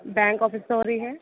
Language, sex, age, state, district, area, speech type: Hindi, female, 18-30, Uttar Pradesh, Sonbhadra, rural, conversation